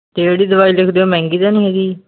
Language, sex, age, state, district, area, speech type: Punjabi, male, 18-30, Punjab, Mansa, urban, conversation